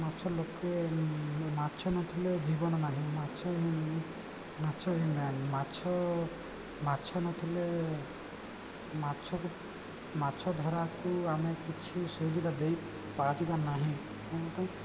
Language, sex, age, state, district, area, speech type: Odia, male, 18-30, Odisha, Koraput, urban, spontaneous